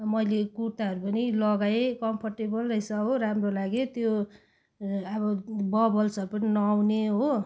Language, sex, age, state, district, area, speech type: Nepali, female, 45-60, West Bengal, Jalpaiguri, urban, spontaneous